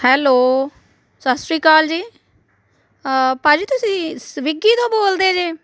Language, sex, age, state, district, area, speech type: Punjabi, female, 45-60, Punjab, Amritsar, urban, spontaneous